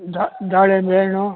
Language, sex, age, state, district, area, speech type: Kannada, male, 60+, Karnataka, Mandya, rural, conversation